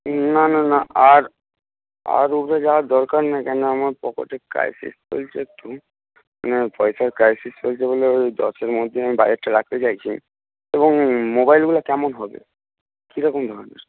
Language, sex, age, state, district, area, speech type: Bengali, male, 60+, West Bengal, Jhargram, rural, conversation